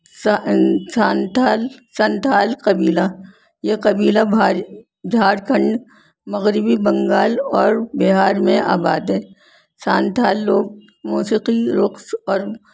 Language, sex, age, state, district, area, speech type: Urdu, female, 60+, Delhi, North East Delhi, urban, spontaneous